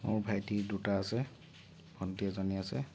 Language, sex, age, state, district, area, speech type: Assamese, male, 30-45, Assam, Kamrup Metropolitan, urban, spontaneous